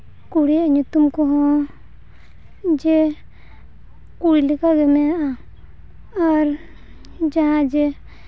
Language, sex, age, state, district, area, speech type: Santali, female, 18-30, Jharkhand, Seraikela Kharsawan, rural, spontaneous